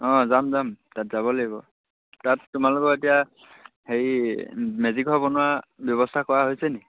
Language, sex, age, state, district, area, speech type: Assamese, male, 18-30, Assam, Sivasagar, rural, conversation